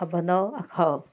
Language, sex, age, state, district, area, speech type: Maithili, female, 45-60, Bihar, Darbhanga, urban, spontaneous